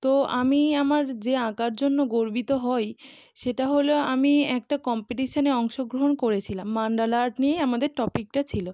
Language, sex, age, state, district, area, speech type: Bengali, female, 18-30, West Bengal, North 24 Parganas, urban, spontaneous